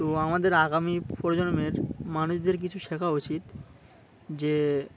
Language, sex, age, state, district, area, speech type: Bengali, male, 18-30, West Bengal, Uttar Dinajpur, urban, spontaneous